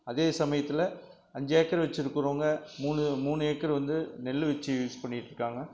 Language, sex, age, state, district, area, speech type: Tamil, male, 45-60, Tamil Nadu, Krishnagiri, rural, spontaneous